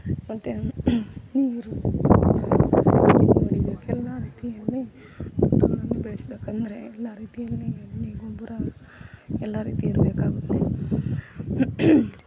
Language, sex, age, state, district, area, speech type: Kannada, female, 18-30, Karnataka, Koppal, rural, spontaneous